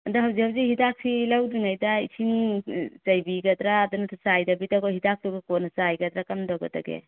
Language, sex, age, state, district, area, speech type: Manipuri, female, 45-60, Manipur, Churachandpur, urban, conversation